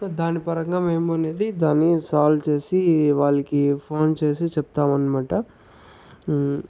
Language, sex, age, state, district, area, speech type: Telugu, male, 30-45, Andhra Pradesh, Sri Balaji, rural, spontaneous